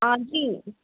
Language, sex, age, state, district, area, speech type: Hindi, female, 18-30, Madhya Pradesh, Ujjain, urban, conversation